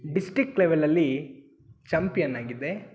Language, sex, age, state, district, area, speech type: Kannada, male, 18-30, Karnataka, Tumkur, rural, spontaneous